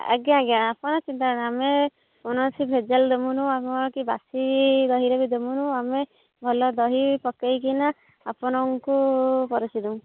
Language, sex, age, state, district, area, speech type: Odia, female, 30-45, Odisha, Kendujhar, urban, conversation